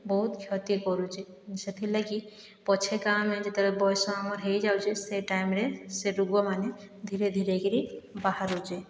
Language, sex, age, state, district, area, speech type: Odia, female, 60+, Odisha, Boudh, rural, spontaneous